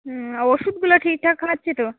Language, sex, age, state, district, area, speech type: Bengali, female, 30-45, West Bengal, Dakshin Dinajpur, rural, conversation